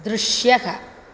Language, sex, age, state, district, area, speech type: Sanskrit, female, 60+, Tamil Nadu, Chennai, urban, read